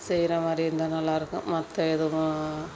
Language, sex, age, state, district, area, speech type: Tamil, female, 30-45, Tamil Nadu, Thanjavur, rural, spontaneous